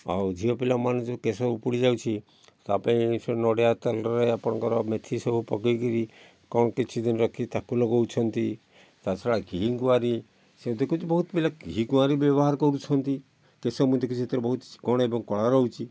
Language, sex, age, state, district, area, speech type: Odia, male, 60+, Odisha, Kalahandi, rural, spontaneous